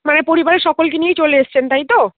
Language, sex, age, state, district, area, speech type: Bengali, female, 30-45, West Bengal, Dakshin Dinajpur, urban, conversation